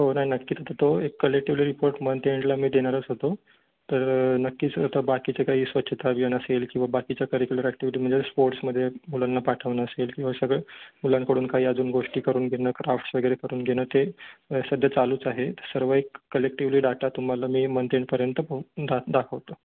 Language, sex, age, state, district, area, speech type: Marathi, male, 18-30, Maharashtra, Ratnagiri, urban, conversation